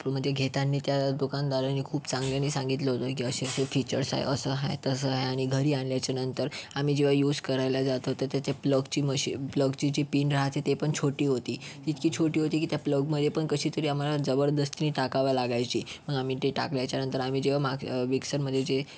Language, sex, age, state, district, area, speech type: Marathi, male, 45-60, Maharashtra, Yavatmal, rural, spontaneous